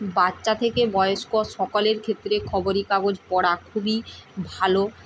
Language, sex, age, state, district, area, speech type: Bengali, female, 30-45, West Bengal, Purba Medinipur, rural, spontaneous